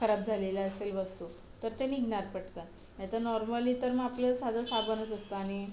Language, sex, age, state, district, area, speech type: Marathi, female, 18-30, Maharashtra, Solapur, urban, spontaneous